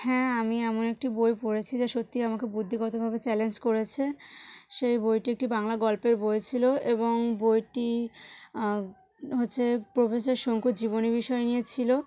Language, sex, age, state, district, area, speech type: Bengali, female, 18-30, West Bengal, South 24 Parganas, rural, spontaneous